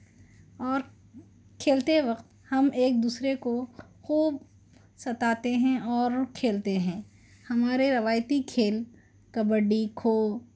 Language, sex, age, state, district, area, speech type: Urdu, female, 30-45, Telangana, Hyderabad, urban, spontaneous